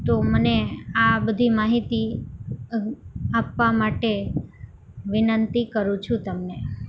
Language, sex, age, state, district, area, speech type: Gujarati, female, 18-30, Gujarat, Ahmedabad, urban, spontaneous